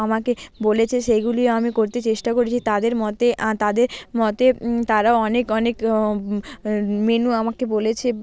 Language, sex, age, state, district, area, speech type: Bengali, female, 30-45, West Bengal, Purba Medinipur, rural, spontaneous